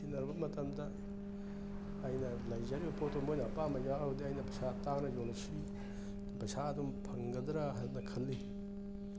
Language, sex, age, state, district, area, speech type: Manipuri, male, 60+, Manipur, Imphal East, urban, spontaneous